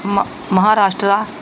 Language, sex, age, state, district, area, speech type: Punjabi, female, 45-60, Punjab, Pathankot, rural, spontaneous